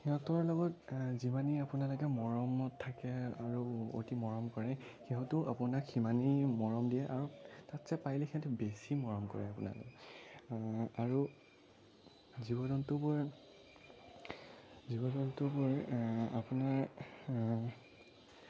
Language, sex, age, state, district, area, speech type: Assamese, male, 30-45, Assam, Sonitpur, urban, spontaneous